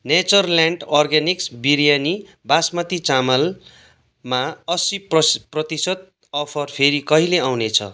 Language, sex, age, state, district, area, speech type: Nepali, male, 30-45, West Bengal, Kalimpong, rural, read